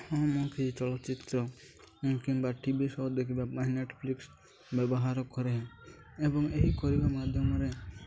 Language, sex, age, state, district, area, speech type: Odia, male, 18-30, Odisha, Nabarangpur, urban, spontaneous